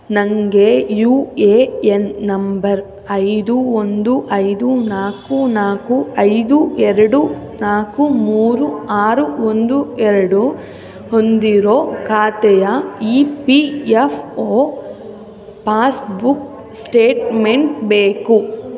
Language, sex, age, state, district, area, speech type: Kannada, female, 18-30, Karnataka, Mysore, urban, read